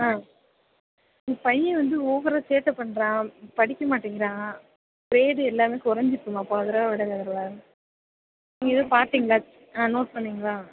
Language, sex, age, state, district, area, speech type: Tamil, female, 18-30, Tamil Nadu, Pudukkottai, rural, conversation